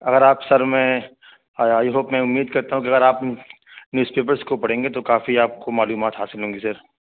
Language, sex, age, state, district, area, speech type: Urdu, male, 18-30, Uttar Pradesh, Saharanpur, urban, conversation